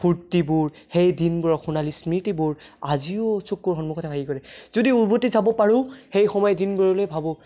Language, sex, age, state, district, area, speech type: Assamese, male, 18-30, Assam, Barpeta, rural, spontaneous